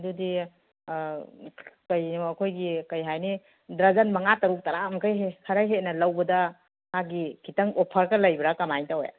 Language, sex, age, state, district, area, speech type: Manipuri, female, 45-60, Manipur, Kangpokpi, urban, conversation